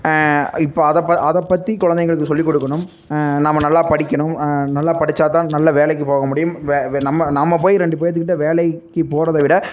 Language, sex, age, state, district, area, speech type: Tamil, male, 18-30, Tamil Nadu, Namakkal, rural, spontaneous